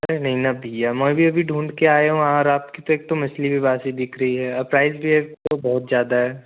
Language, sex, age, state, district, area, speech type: Hindi, male, 18-30, Madhya Pradesh, Betul, rural, conversation